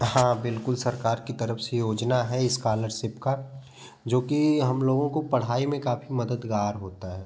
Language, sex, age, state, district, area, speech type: Hindi, male, 18-30, Uttar Pradesh, Prayagraj, rural, spontaneous